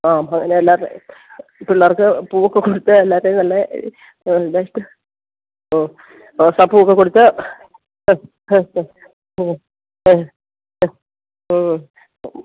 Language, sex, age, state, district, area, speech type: Malayalam, female, 60+, Kerala, Idukki, rural, conversation